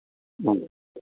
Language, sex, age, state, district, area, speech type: Malayalam, male, 45-60, Kerala, Idukki, rural, conversation